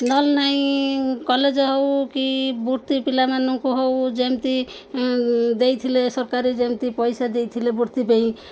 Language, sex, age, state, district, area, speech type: Odia, female, 45-60, Odisha, Koraput, urban, spontaneous